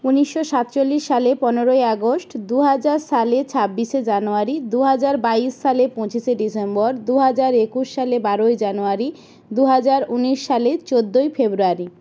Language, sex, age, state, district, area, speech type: Bengali, female, 45-60, West Bengal, Jalpaiguri, rural, spontaneous